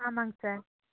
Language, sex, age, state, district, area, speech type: Tamil, female, 18-30, Tamil Nadu, Coimbatore, rural, conversation